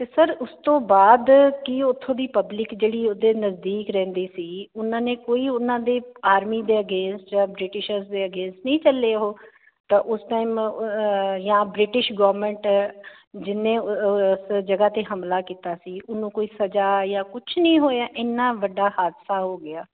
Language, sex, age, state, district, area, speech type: Punjabi, female, 45-60, Punjab, Jalandhar, urban, conversation